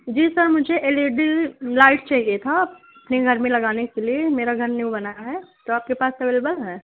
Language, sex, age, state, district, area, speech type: Urdu, female, 18-30, Uttar Pradesh, Balrampur, rural, conversation